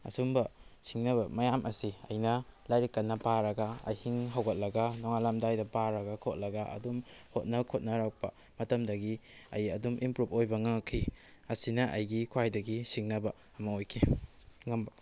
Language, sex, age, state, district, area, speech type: Manipuri, male, 18-30, Manipur, Kakching, rural, spontaneous